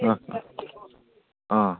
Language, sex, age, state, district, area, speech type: Manipuri, male, 18-30, Manipur, Churachandpur, rural, conversation